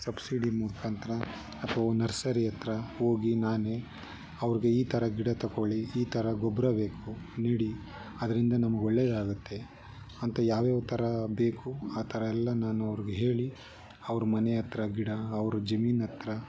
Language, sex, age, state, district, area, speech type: Kannada, male, 30-45, Karnataka, Bangalore Urban, urban, spontaneous